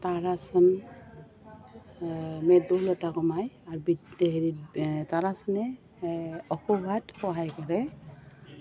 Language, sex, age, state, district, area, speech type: Assamese, female, 45-60, Assam, Goalpara, urban, spontaneous